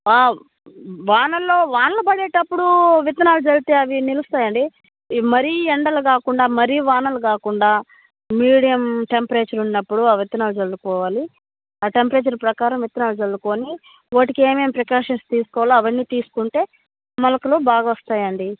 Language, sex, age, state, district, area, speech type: Telugu, female, 30-45, Andhra Pradesh, Nellore, rural, conversation